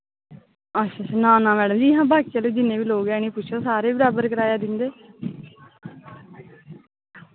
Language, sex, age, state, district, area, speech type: Dogri, female, 18-30, Jammu and Kashmir, Samba, urban, conversation